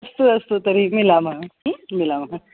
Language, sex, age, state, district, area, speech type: Sanskrit, female, 45-60, Maharashtra, Nagpur, urban, conversation